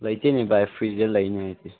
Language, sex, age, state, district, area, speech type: Manipuri, male, 18-30, Manipur, Chandel, rural, conversation